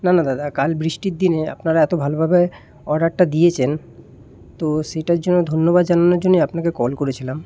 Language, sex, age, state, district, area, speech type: Bengali, male, 18-30, West Bengal, Kolkata, urban, spontaneous